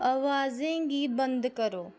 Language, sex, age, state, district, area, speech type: Dogri, female, 30-45, Jammu and Kashmir, Udhampur, urban, read